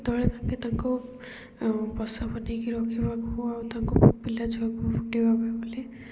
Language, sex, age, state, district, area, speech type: Odia, female, 18-30, Odisha, Koraput, urban, spontaneous